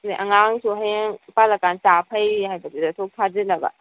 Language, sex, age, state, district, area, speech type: Manipuri, female, 18-30, Manipur, Kakching, rural, conversation